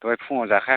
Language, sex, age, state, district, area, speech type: Bodo, male, 45-60, Assam, Kokrajhar, rural, conversation